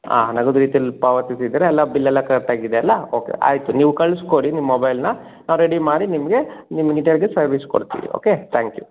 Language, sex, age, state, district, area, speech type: Kannada, male, 30-45, Karnataka, Chikkaballapur, rural, conversation